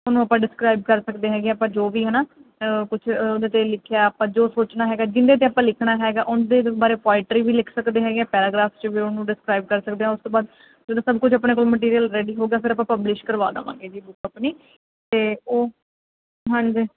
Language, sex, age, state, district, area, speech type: Punjabi, female, 18-30, Punjab, Muktsar, urban, conversation